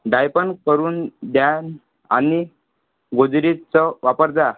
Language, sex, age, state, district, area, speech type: Marathi, male, 18-30, Maharashtra, Amravati, rural, conversation